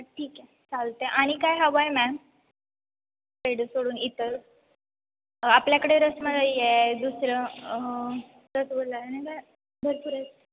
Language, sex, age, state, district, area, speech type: Marathi, female, 18-30, Maharashtra, Kolhapur, urban, conversation